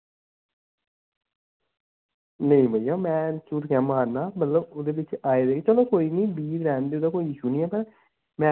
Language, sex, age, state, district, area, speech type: Dogri, male, 18-30, Jammu and Kashmir, Samba, rural, conversation